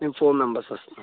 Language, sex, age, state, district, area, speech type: Telugu, male, 30-45, Andhra Pradesh, Vizianagaram, rural, conversation